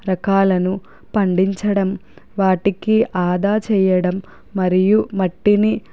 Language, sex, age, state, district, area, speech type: Telugu, female, 45-60, Andhra Pradesh, Kakinada, rural, spontaneous